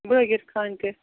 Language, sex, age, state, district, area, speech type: Kashmiri, female, 60+, Jammu and Kashmir, Srinagar, urban, conversation